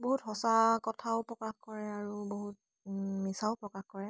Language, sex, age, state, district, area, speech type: Assamese, female, 18-30, Assam, Charaideo, rural, spontaneous